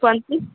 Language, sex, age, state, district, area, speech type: Maithili, female, 18-30, Bihar, Begusarai, rural, conversation